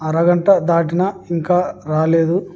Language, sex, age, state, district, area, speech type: Telugu, male, 18-30, Andhra Pradesh, Kurnool, urban, spontaneous